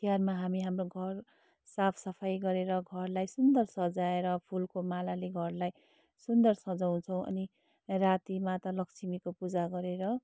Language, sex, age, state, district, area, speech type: Nepali, female, 30-45, West Bengal, Darjeeling, rural, spontaneous